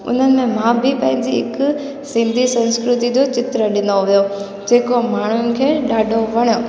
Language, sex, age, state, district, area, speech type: Sindhi, female, 18-30, Gujarat, Junagadh, rural, spontaneous